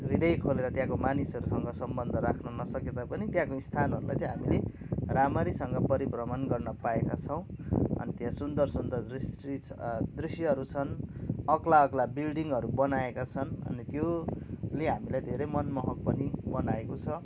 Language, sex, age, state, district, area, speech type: Nepali, male, 30-45, West Bengal, Kalimpong, rural, spontaneous